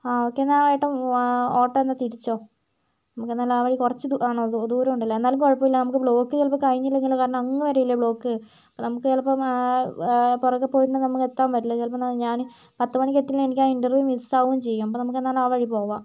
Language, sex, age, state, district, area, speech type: Malayalam, female, 45-60, Kerala, Kozhikode, urban, spontaneous